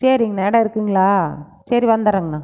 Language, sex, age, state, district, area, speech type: Tamil, female, 45-60, Tamil Nadu, Erode, rural, spontaneous